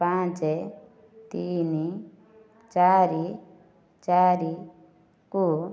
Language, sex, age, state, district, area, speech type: Odia, female, 30-45, Odisha, Nayagarh, rural, read